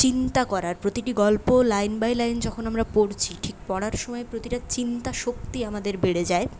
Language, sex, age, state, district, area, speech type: Bengali, female, 18-30, West Bengal, Purulia, urban, spontaneous